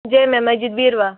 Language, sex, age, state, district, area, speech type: Kashmiri, female, 30-45, Jammu and Kashmir, Anantnag, rural, conversation